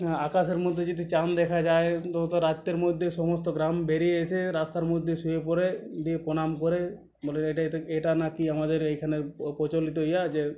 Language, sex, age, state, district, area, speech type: Bengali, male, 30-45, West Bengal, Uttar Dinajpur, rural, spontaneous